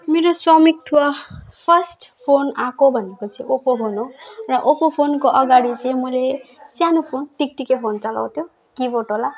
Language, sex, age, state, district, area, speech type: Nepali, female, 18-30, West Bengal, Alipurduar, urban, spontaneous